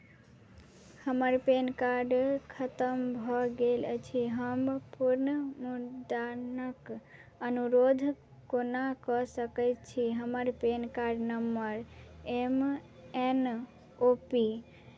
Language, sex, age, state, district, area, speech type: Maithili, female, 18-30, Bihar, Madhubani, rural, read